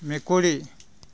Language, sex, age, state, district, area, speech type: Assamese, male, 45-60, Assam, Biswanath, rural, read